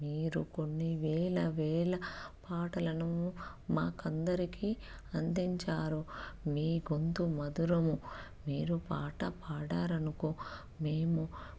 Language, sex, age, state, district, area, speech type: Telugu, female, 30-45, Telangana, Peddapalli, rural, spontaneous